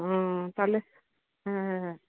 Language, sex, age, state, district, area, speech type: Bengali, female, 60+, West Bengal, Kolkata, urban, conversation